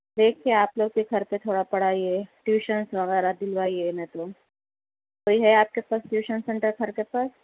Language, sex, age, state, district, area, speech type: Urdu, female, 30-45, Telangana, Hyderabad, urban, conversation